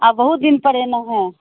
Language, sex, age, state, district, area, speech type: Maithili, female, 45-60, Bihar, Muzaffarpur, urban, conversation